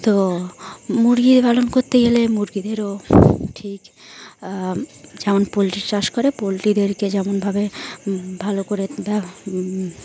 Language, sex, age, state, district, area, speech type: Bengali, female, 18-30, West Bengal, Dakshin Dinajpur, urban, spontaneous